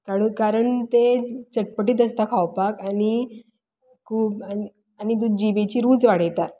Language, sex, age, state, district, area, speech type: Goan Konkani, female, 30-45, Goa, Tiswadi, rural, spontaneous